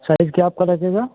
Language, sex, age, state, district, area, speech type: Hindi, male, 45-60, Uttar Pradesh, Sitapur, rural, conversation